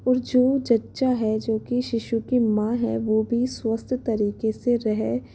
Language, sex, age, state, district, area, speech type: Hindi, female, 18-30, Rajasthan, Jaipur, urban, spontaneous